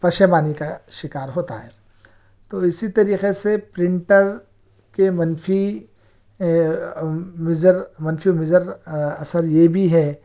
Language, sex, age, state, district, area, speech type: Urdu, male, 30-45, Telangana, Hyderabad, urban, spontaneous